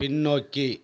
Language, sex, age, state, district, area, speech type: Tamil, male, 45-60, Tamil Nadu, Viluppuram, rural, read